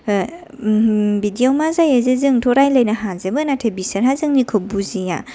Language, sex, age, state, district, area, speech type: Bodo, female, 18-30, Assam, Kokrajhar, rural, spontaneous